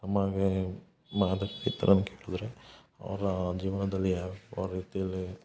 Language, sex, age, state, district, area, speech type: Kannada, male, 30-45, Karnataka, Hassan, rural, spontaneous